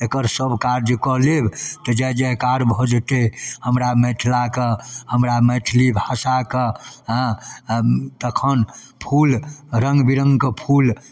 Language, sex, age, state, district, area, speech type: Maithili, male, 60+, Bihar, Darbhanga, rural, spontaneous